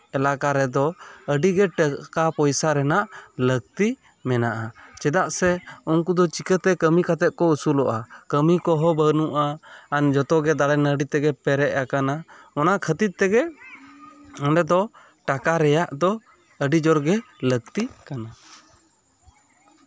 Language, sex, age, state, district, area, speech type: Santali, male, 18-30, West Bengal, Bankura, rural, spontaneous